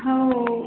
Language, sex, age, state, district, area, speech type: Marathi, female, 18-30, Maharashtra, Washim, rural, conversation